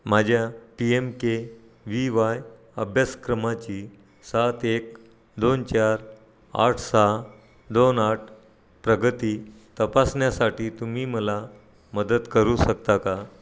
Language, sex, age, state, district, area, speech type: Marathi, male, 60+, Maharashtra, Nagpur, urban, read